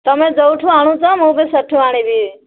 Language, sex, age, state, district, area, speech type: Odia, female, 18-30, Odisha, Kandhamal, rural, conversation